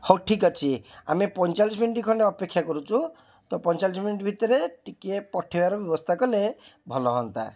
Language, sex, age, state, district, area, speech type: Odia, male, 45-60, Odisha, Cuttack, urban, spontaneous